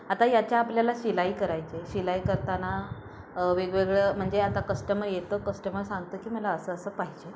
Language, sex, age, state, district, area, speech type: Marathi, female, 18-30, Maharashtra, Ratnagiri, rural, spontaneous